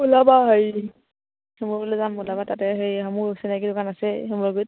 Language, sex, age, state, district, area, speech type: Assamese, female, 18-30, Assam, Charaideo, rural, conversation